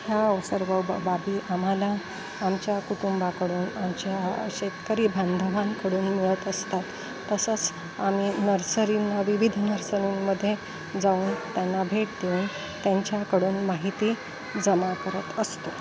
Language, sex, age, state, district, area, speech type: Marathi, female, 45-60, Maharashtra, Nanded, urban, spontaneous